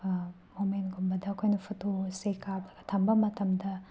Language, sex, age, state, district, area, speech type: Manipuri, female, 30-45, Manipur, Chandel, rural, spontaneous